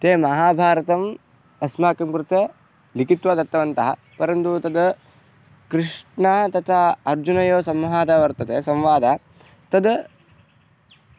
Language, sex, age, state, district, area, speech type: Sanskrit, male, 18-30, Karnataka, Vijayapura, rural, spontaneous